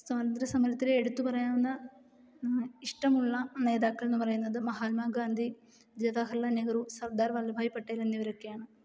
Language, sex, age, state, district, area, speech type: Malayalam, female, 18-30, Kerala, Kottayam, rural, spontaneous